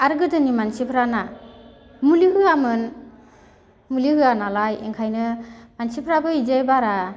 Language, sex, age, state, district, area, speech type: Bodo, female, 45-60, Assam, Baksa, rural, spontaneous